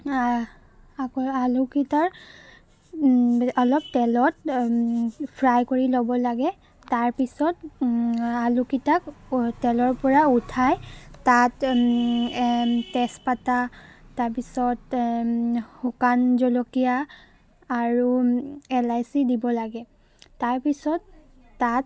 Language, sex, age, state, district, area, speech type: Assamese, female, 30-45, Assam, Charaideo, urban, spontaneous